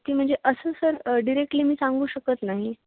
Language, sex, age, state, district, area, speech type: Marathi, female, 18-30, Maharashtra, Sindhudurg, urban, conversation